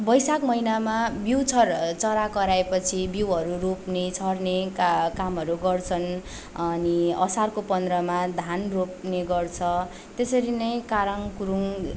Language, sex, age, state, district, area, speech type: Nepali, female, 18-30, West Bengal, Darjeeling, rural, spontaneous